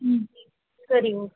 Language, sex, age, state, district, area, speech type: Tamil, female, 30-45, Tamil Nadu, Chennai, urban, conversation